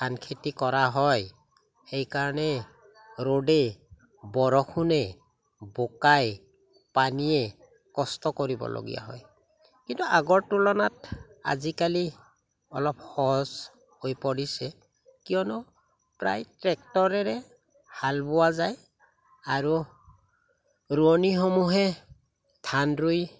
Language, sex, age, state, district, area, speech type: Assamese, male, 60+, Assam, Udalguri, rural, spontaneous